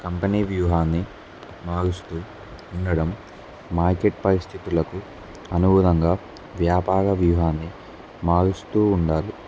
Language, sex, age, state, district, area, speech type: Telugu, male, 18-30, Telangana, Kamareddy, urban, spontaneous